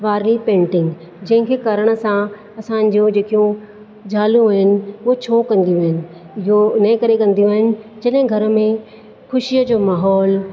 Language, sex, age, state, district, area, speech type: Sindhi, female, 30-45, Maharashtra, Thane, urban, spontaneous